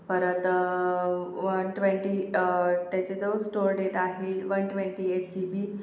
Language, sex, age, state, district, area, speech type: Marathi, female, 18-30, Maharashtra, Akola, urban, spontaneous